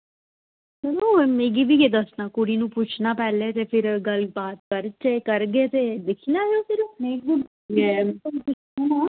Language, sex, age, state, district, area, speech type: Dogri, female, 18-30, Jammu and Kashmir, Jammu, rural, conversation